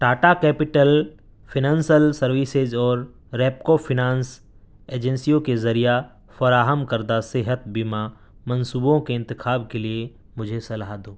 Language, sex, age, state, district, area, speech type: Urdu, male, 18-30, Delhi, North East Delhi, urban, read